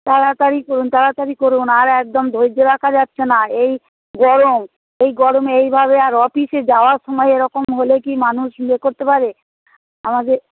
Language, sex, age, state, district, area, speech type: Bengali, female, 45-60, West Bengal, Hooghly, rural, conversation